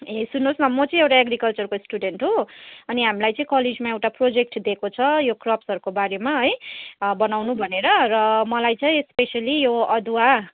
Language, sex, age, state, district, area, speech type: Nepali, female, 30-45, West Bengal, Kalimpong, rural, conversation